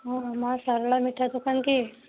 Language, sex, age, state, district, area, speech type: Odia, female, 30-45, Odisha, Boudh, rural, conversation